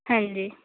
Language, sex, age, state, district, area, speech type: Punjabi, female, 18-30, Punjab, Tarn Taran, rural, conversation